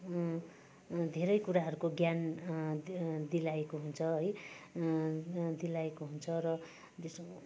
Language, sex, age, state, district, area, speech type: Nepali, female, 60+, West Bengal, Darjeeling, rural, spontaneous